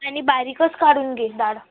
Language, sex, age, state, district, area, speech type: Marathi, female, 18-30, Maharashtra, Amravati, rural, conversation